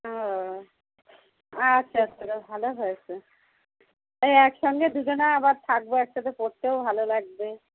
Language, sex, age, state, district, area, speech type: Bengali, female, 30-45, West Bengal, Darjeeling, urban, conversation